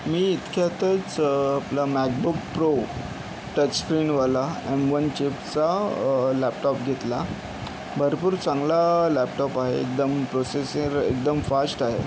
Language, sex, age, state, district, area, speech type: Marathi, male, 60+, Maharashtra, Yavatmal, urban, spontaneous